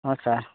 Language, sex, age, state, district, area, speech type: Odia, male, 18-30, Odisha, Nabarangpur, urban, conversation